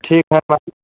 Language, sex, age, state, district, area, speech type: Hindi, male, 18-30, Bihar, Vaishali, rural, conversation